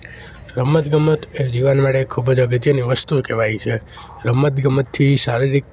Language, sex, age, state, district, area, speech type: Gujarati, male, 18-30, Gujarat, Junagadh, rural, spontaneous